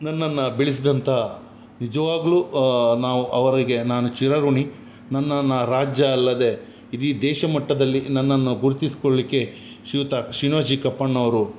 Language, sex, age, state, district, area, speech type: Kannada, male, 45-60, Karnataka, Udupi, rural, spontaneous